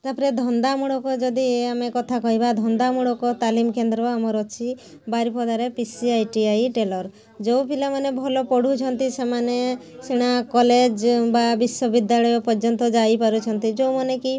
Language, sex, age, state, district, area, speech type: Odia, female, 45-60, Odisha, Mayurbhanj, rural, spontaneous